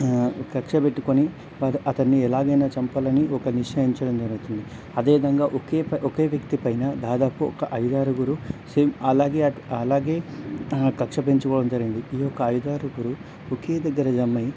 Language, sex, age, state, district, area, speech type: Telugu, male, 18-30, Telangana, Medchal, rural, spontaneous